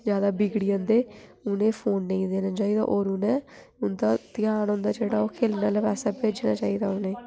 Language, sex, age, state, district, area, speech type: Dogri, female, 18-30, Jammu and Kashmir, Udhampur, rural, spontaneous